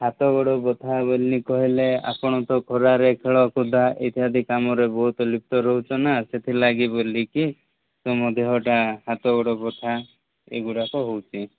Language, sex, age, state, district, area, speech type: Odia, male, 30-45, Odisha, Koraput, urban, conversation